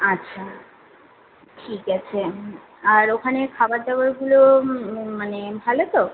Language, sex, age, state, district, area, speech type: Bengali, female, 18-30, West Bengal, Kolkata, urban, conversation